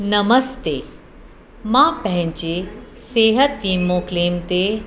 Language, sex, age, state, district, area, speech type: Sindhi, female, 45-60, Uttar Pradesh, Lucknow, rural, read